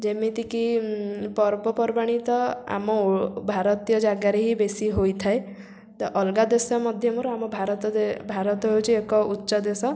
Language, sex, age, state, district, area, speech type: Odia, female, 18-30, Odisha, Puri, urban, spontaneous